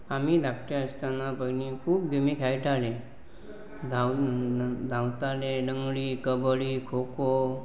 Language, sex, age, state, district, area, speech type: Goan Konkani, male, 45-60, Goa, Pernem, rural, spontaneous